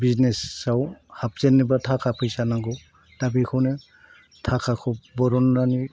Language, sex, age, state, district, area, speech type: Bodo, male, 60+, Assam, Chirang, rural, spontaneous